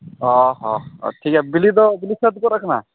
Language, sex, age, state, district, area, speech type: Santali, male, 45-60, Odisha, Mayurbhanj, rural, conversation